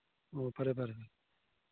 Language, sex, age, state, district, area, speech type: Manipuri, male, 18-30, Manipur, Churachandpur, rural, conversation